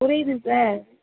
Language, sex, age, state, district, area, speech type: Tamil, female, 30-45, Tamil Nadu, Nilgiris, urban, conversation